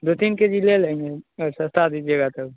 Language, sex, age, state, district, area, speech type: Hindi, male, 18-30, Bihar, Begusarai, rural, conversation